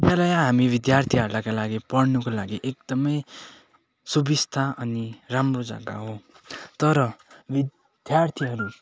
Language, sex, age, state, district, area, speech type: Nepali, male, 18-30, West Bengal, Darjeeling, urban, spontaneous